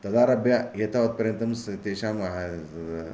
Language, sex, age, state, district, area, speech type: Sanskrit, male, 60+, Karnataka, Vijayapura, urban, spontaneous